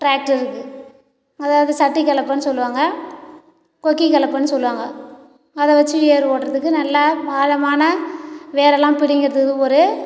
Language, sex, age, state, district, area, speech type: Tamil, female, 60+, Tamil Nadu, Cuddalore, rural, spontaneous